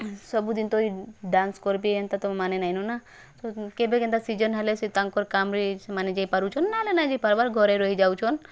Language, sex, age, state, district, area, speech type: Odia, female, 18-30, Odisha, Bargarh, rural, spontaneous